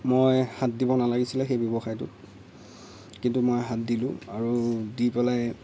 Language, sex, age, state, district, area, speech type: Assamese, male, 30-45, Assam, Lakhimpur, rural, spontaneous